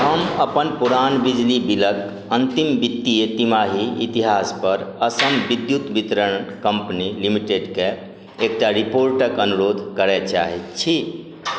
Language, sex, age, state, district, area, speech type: Maithili, male, 60+, Bihar, Madhubani, rural, read